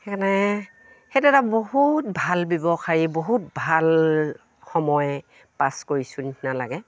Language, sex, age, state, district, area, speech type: Assamese, female, 45-60, Assam, Dibrugarh, rural, spontaneous